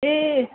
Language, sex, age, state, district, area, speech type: Nepali, female, 30-45, West Bengal, Darjeeling, rural, conversation